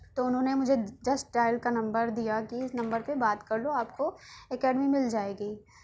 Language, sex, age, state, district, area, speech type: Urdu, female, 18-30, Delhi, South Delhi, urban, spontaneous